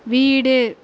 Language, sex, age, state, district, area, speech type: Tamil, female, 30-45, Tamil Nadu, Kanchipuram, urban, read